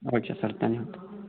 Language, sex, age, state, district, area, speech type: Kannada, male, 18-30, Karnataka, Tumkur, rural, conversation